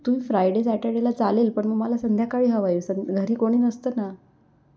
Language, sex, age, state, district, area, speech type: Marathi, female, 18-30, Maharashtra, Nashik, urban, spontaneous